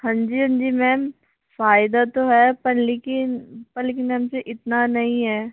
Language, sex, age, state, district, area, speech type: Hindi, male, 45-60, Rajasthan, Jaipur, urban, conversation